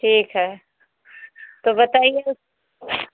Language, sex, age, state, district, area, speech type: Hindi, female, 45-60, Uttar Pradesh, Mau, urban, conversation